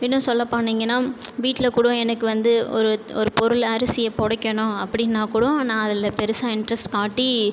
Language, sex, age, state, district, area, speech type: Tamil, male, 30-45, Tamil Nadu, Cuddalore, rural, spontaneous